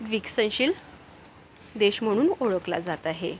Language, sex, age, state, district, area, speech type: Marathi, female, 30-45, Maharashtra, Yavatmal, urban, spontaneous